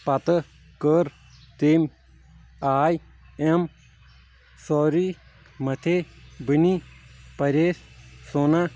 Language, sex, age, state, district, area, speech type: Kashmiri, male, 18-30, Jammu and Kashmir, Shopian, rural, read